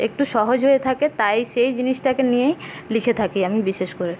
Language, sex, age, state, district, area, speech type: Bengali, female, 18-30, West Bengal, Paschim Bardhaman, urban, spontaneous